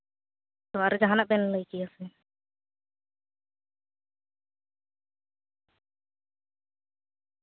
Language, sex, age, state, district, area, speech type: Santali, female, 30-45, West Bengal, Paschim Bardhaman, rural, conversation